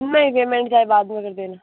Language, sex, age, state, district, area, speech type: Hindi, female, 18-30, Rajasthan, Nagaur, rural, conversation